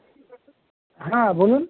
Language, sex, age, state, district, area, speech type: Bengali, male, 30-45, West Bengal, Howrah, urban, conversation